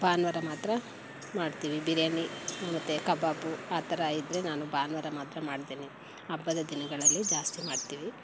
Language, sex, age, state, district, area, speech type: Kannada, female, 45-60, Karnataka, Mandya, rural, spontaneous